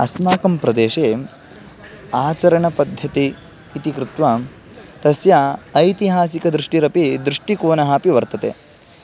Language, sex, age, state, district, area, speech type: Sanskrit, male, 18-30, Karnataka, Bangalore Rural, rural, spontaneous